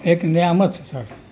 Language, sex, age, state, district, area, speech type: Urdu, male, 60+, Uttar Pradesh, Mirzapur, rural, spontaneous